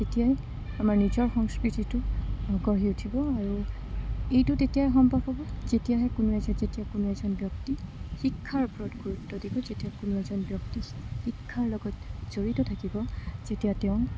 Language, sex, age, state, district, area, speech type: Assamese, female, 30-45, Assam, Morigaon, rural, spontaneous